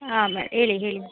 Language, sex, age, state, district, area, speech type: Kannada, female, 30-45, Karnataka, Chitradurga, rural, conversation